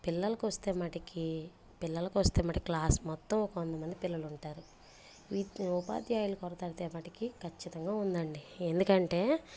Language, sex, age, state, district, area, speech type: Telugu, female, 30-45, Andhra Pradesh, Bapatla, urban, spontaneous